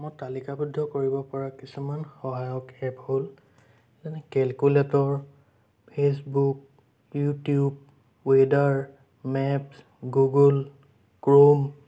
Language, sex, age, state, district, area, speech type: Assamese, male, 18-30, Assam, Sonitpur, rural, spontaneous